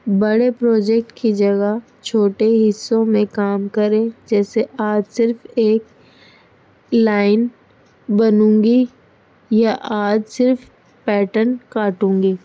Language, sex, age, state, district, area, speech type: Urdu, female, 30-45, Delhi, North East Delhi, urban, spontaneous